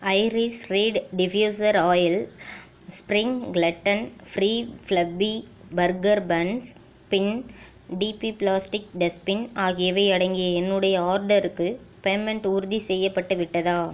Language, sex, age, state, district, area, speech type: Tamil, female, 30-45, Tamil Nadu, Ariyalur, rural, read